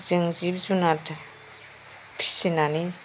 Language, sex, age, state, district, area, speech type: Bodo, male, 60+, Assam, Kokrajhar, urban, spontaneous